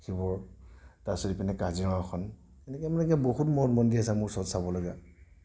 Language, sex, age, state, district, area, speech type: Assamese, male, 45-60, Assam, Nagaon, rural, spontaneous